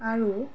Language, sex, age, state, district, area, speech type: Assamese, female, 30-45, Assam, Golaghat, rural, spontaneous